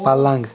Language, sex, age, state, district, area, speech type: Kashmiri, male, 18-30, Jammu and Kashmir, Shopian, rural, read